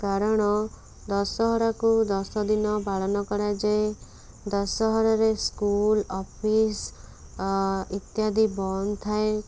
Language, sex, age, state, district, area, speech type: Odia, female, 18-30, Odisha, Cuttack, urban, spontaneous